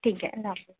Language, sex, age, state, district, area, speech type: Urdu, female, 18-30, Delhi, Central Delhi, urban, conversation